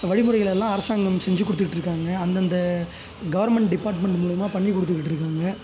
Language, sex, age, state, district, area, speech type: Tamil, male, 18-30, Tamil Nadu, Tiruvannamalai, rural, spontaneous